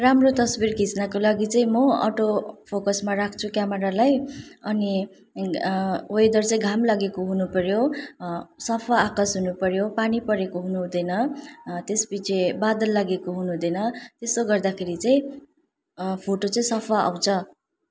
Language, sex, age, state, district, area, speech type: Nepali, female, 30-45, West Bengal, Darjeeling, rural, spontaneous